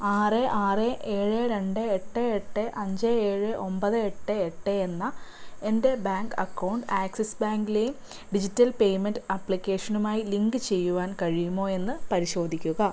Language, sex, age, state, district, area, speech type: Malayalam, female, 18-30, Kerala, Kottayam, rural, read